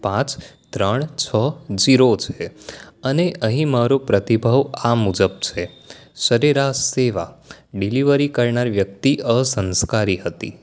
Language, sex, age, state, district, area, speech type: Gujarati, male, 18-30, Gujarat, Anand, urban, read